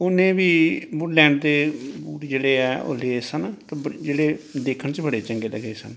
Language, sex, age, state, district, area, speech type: Punjabi, male, 45-60, Punjab, Pathankot, rural, spontaneous